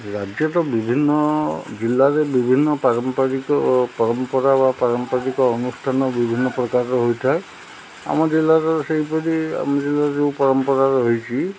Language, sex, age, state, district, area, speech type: Odia, male, 45-60, Odisha, Jagatsinghpur, urban, spontaneous